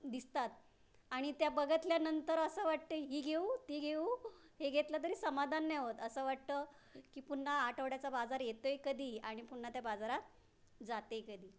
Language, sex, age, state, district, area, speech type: Marathi, female, 30-45, Maharashtra, Raigad, rural, spontaneous